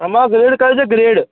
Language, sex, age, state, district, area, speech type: Gujarati, male, 18-30, Gujarat, Aravalli, urban, conversation